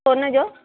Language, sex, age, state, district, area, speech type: Sindhi, female, 45-60, Maharashtra, Mumbai Suburban, urban, conversation